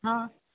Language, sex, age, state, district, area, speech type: Maithili, female, 18-30, Bihar, Purnia, rural, conversation